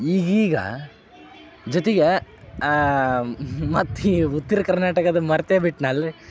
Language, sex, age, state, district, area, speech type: Kannada, male, 18-30, Karnataka, Dharwad, urban, spontaneous